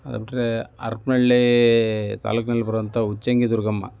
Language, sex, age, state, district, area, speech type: Kannada, male, 45-60, Karnataka, Davanagere, urban, spontaneous